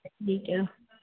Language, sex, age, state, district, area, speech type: Punjabi, female, 30-45, Punjab, Pathankot, rural, conversation